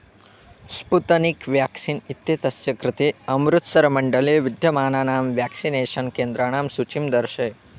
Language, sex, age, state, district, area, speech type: Sanskrit, male, 18-30, Madhya Pradesh, Chhindwara, rural, read